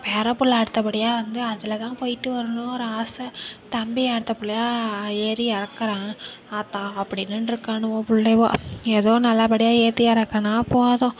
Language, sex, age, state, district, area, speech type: Tamil, female, 30-45, Tamil Nadu, Nagapattinam, rural, spontaneous